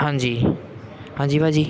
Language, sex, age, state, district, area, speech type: Punjabi, male, 18-30, Punjab, Pathankot, urban, spontaneous